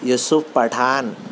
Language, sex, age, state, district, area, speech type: Urdu, male, 45-60, Telangana, Hyderabad, urban, spontaneous